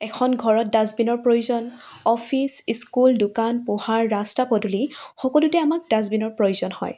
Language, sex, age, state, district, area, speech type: Assamese, female, 18-30, Assam, Charaideo, urban, spontaneous